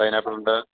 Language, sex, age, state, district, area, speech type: Malayalam, male, 45-60, Kerala, Idukki, rural, conversation